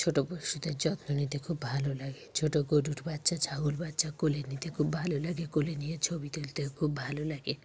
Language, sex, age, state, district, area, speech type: Bengali, female, 45-60, West Bengal, Dakshin Dinajpur, urban, spontaneous